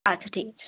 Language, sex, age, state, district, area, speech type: Bengali, female, 18-30, West Bengal, South 24 Parganas, rural, conversation